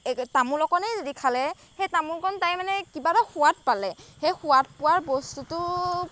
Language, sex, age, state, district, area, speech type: Assamese, female, 18-30, Assam, Golaghat, rural, spontaneous